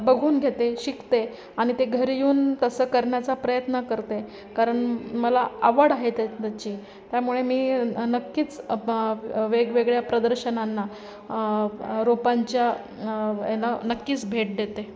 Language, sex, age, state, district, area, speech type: Marathi, female, 45-60, Maharashtra, Nanded, urban, spontaneous